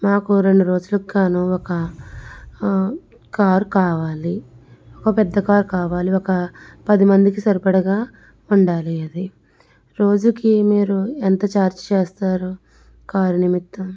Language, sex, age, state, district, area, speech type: Telugu, female, 18-30, Andhra Pradesh, Konaseema, rural, spontaneous